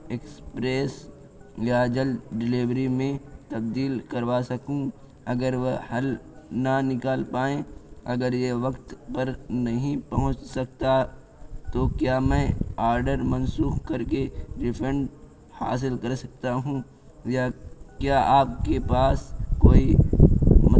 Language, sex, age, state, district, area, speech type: Urdu, male, 18-30, Uttar Pradesh, Balrampur, rural, spontaneous